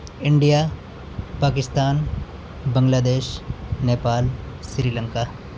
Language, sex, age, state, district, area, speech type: Urdu, male, 18-30, Delhi, North West Delhi, urban, spontaneous